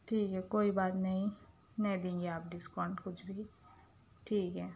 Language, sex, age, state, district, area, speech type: Urdu, female, 30-45, Telangana, Hyderabad, urban, spontaneous